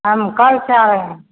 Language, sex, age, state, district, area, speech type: Hindi, female, 45-60, Bihar, Begusarai, rural, conversation